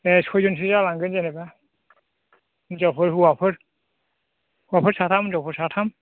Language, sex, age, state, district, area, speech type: Bodo, male, 60+, Assam, Chirang, rural, conversation